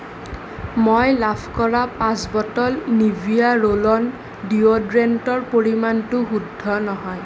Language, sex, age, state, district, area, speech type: Assamese, male, 18-30, Assam, Nalbari, urban, read